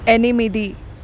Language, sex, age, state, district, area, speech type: Telugu, female, 18-30, Telangana, Hyderabad, urban, read